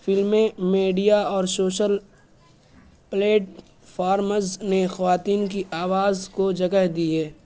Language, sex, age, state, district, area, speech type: Urdu, male, 18-30, Uttar Pradesh, Balrampur, rural, spontaneous